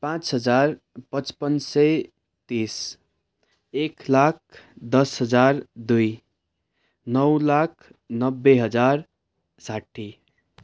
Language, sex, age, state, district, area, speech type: Nepali, male, 30-45, West Bengal, Darjeeling, rural, spontaneous